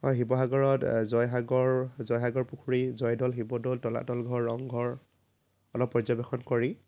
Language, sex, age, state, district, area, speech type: Assamese, male, 18-30, Assam, Dhemaji, rural, spontaneous